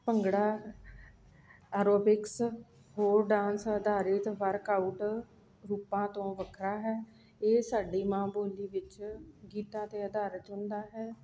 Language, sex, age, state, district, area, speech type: Punjabi, female, 45-60, Punjab, Ludhiana, urban, spontaneous